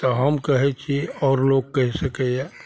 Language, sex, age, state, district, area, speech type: Maithili, male, 45-60, Bihar, Araria, rural, spontaneous